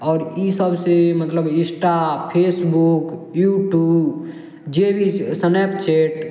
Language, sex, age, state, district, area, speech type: Maithili, male, 18-30, Bihar, Samastipur, rural, spontaneous